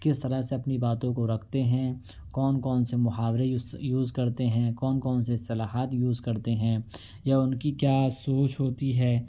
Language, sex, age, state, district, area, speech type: Urdu, male, 18-30, Uttar Pradesh, Ghaziabad, urban, spontaneous